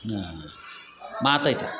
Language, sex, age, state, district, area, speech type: Kannada, male, 45-60, Karnataka, Dharwad, rural, spontaneous